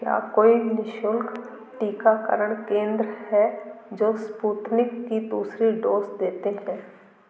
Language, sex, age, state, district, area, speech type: Hindi, female, 60+, Madhya Pradesh, Gwalior, rural, read